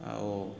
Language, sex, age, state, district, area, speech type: Odia, male, 30-45, Odisha, Koraput, urban, spontaneous